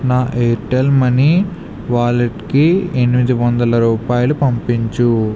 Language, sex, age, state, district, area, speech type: Telugu, male, 45-60, Andhra Pradesh, East Godavari, urban, read